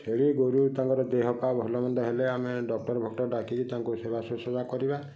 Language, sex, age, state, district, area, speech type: Odia, male, 45-60, Odisha, Kendujhar, urban, spontaneous